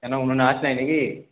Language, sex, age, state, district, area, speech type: Bengali, male, 30-45, West Bengal, Paschim Bardhaman, urban, conversation